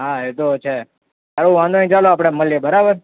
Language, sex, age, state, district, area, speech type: Gujarati, male, 18-30, Gujarat, Valsad, rural, conversation